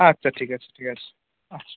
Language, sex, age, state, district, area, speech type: Bengali, male, 18-30, West Bengal, Kolkata, urban, conversation